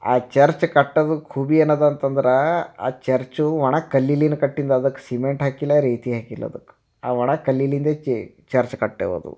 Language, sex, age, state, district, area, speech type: Kannada, male, 30-45, Karnataka, Bidar, urban, spontaneous